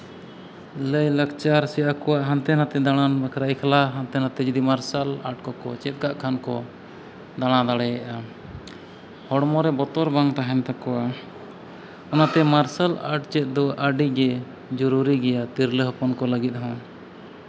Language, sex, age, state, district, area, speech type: Santali, male, 30-45, Jharkhand, East Singhbhum, rural, spontaneous